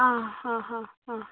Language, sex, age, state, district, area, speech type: Goan Konkani, female, 18-30, Goa, Canacona, rural, conversation